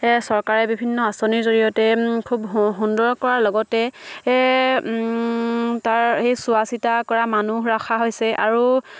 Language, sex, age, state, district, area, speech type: Assamese, female, 18-30, Assam, Charaideo, rural, spontaneous